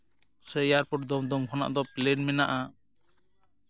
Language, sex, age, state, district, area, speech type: Santali, male, 30-45, West Bengal, Jhargram, rural, spontaneous